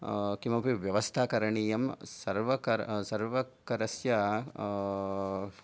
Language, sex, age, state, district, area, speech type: Sanskrit, male, 45-60, Karnataka, Bangalore Urban, urban, spontaneous